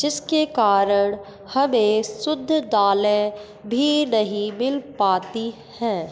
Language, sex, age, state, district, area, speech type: Hindi, female, 18-30, Madhya Pradesh, Hoshangabad, urban, spontaneous